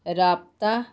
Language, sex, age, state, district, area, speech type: Urdu, female, 60+, Bihar, Gaya, urban, spontaneous